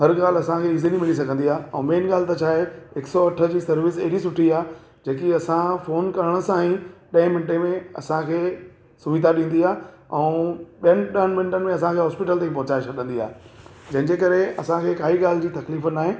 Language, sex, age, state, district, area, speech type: Sindhi, male, 30-45, Gujarat, Surat, urban, spontaneous